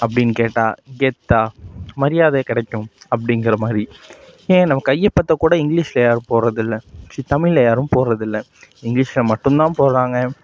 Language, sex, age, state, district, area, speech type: Tamil, male, 18-30, Tamil Nadu, Nagapattinam, rural, spontaneous